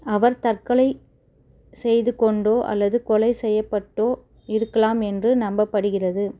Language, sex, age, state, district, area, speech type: Tamil, female, 30-45, Tamil Nadu, Chennai, urban, read